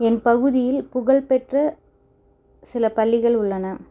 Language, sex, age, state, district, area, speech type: Tamil, female, 30-45, Tamil Nadu, Chennai, urban, spontaneous